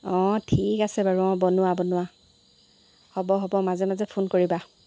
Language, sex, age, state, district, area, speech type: Assamese, female, 30-45, Assam, Golaghat, rural, spontaneous